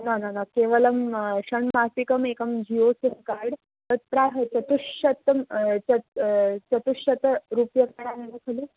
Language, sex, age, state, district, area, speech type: Sanskrit, female, 18-30, Maharashtra, Wardha, urban, conversation